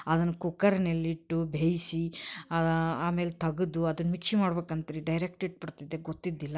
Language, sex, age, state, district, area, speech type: Kannada, female, 30-45, Karnataka, Koppal, rural, spontaneous